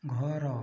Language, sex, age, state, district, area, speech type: Odia, male, 45-60, Odisha, Boudh, rural, read